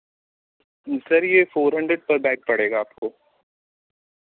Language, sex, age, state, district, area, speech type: Hindi, male, 18-30, Madhya Pradesh, Seoni, urban, conversation